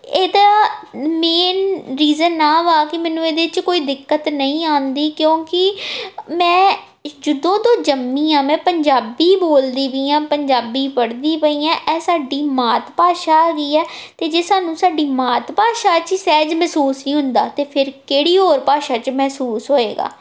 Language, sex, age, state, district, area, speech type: Punjabi, female, 18-30, Punjab, Tarn Taran, urban, spontaneous